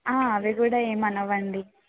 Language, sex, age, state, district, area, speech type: Telugu, female, 18-30, Telangana, Mulugu, rural, conversation